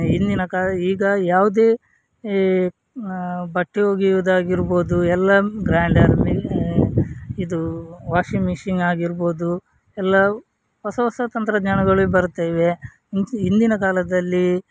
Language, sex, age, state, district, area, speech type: Kannada, male, 30-45, Karnataka, Udupi, rural, spontaneous